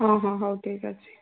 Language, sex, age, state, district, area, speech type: Odia, female, 45-60, Odisha, Kandhamal, rural, conversation